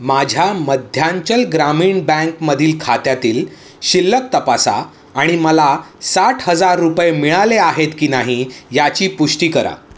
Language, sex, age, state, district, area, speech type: Marathi, male, 30-45, Maharashtra, Mumbai City, urban, read